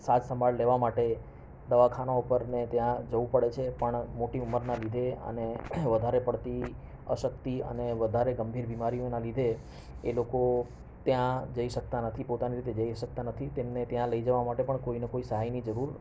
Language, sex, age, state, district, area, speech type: Gujarati, male, 45-60, Gujarat, Ahmedabad, urban, spontaneous